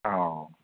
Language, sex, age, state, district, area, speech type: Bodo, male, 30-45, Assam, Kokrajhar, rural, conversation